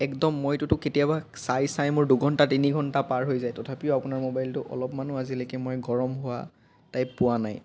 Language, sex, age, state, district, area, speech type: Assamese, male, 18-30, Assam, Biswanath, rural, spontaneous